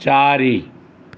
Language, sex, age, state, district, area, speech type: Odia, male, 60+, Odisha, Ganjam, urban, read